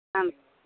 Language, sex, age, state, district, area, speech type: Kannada, female, 45-60, Karnataka, Vijayapura, rural, conversation